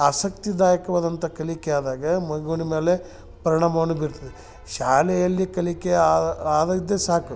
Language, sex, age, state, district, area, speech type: Kannada, male, 45-60, Karnataka, Dharwad, rural, spontaneous